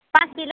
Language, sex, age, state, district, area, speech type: Hindi, female, 18-30, Bihar, Samastipur, urban, conversation